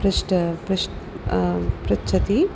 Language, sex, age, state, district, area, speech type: Sanskrit, female, 45-60, Tamil Nadu, Tiruchirappalli, urban, spontaneous